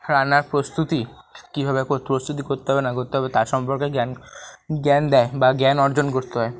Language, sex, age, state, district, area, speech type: Bengali, male, 30-45, West Bengal, Paschim Bardhaman, urban, spontaneous